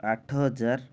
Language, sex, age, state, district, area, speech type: Odia, male, 30-45, Odisha, Cuttack, urban, spontaneous